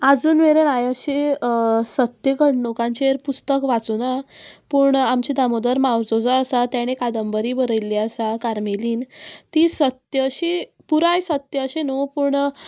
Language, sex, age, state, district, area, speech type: Goan Konkani, female, 18-30, Goa, Murmgao, rural, spontaneous